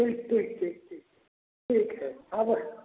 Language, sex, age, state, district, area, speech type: Maithili, male, 60+, Bihar, Samastipur, rural, conversation